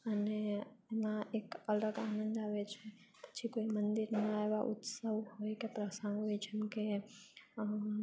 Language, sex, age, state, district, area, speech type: Gujarati, female, 18-30, Gujarat, Junagadh, urban, spontaneous